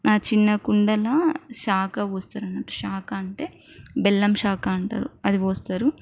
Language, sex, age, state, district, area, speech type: Telugu, female, 30-45, Telangana, Mancherial, rural, spontaneous